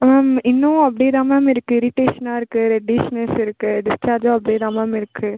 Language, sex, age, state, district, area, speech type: Tamil, female, 18-30, Tamil Nadu, Cuddalore, urban, conversation